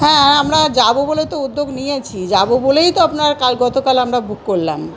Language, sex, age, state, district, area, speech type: Bengali, female, 45-60, West Bengal, South 24 Parganas, urban, spontaneous